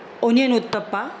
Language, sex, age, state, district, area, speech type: Marathi, female, 45-60, Maharashtra, Jalna, urban, spontaneous